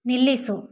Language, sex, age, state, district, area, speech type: Kannada, female, 18-30, Karnataka, Davanagere, rural, read